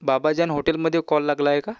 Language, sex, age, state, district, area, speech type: Marathi, male, 18-30, Maharashtra, Amravati, urban, spontaneous